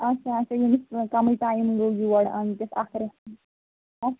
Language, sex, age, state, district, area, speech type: Kashmiri, female, 18-30, Jammu and Kashmir, Kulgam, rural, conversation